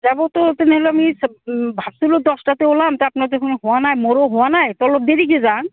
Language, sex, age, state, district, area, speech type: Assamese, female, 45-60, Assam, Goalpara, rural, conversation